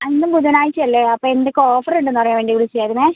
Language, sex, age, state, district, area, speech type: Malayalam, female, 45-60, Kerala, Wayanad, rural, conversation